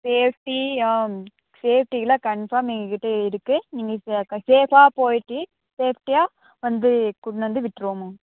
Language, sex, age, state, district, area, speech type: Tamil, female, 18-30, Tamil Nadu, Krishnagiri, rural, conversation